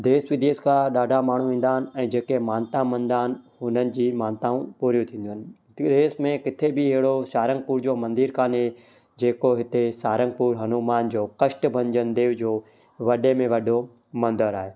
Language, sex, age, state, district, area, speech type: Sindhi, male, 30-45, Gujarat, Kutch, rural, spontaneous